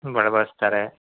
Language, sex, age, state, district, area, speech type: Kannada, male, 45-60, Karnataka, Mysore, rural, conversation